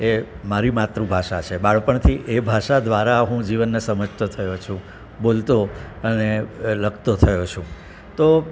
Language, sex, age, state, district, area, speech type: Gujarati, male, 60+, Gujarat, Surat, urban, spontaneous